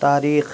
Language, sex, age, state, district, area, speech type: Urdu, male, 30-45, Uttar Pradesh, Gautam Buddha Nagar, urban, read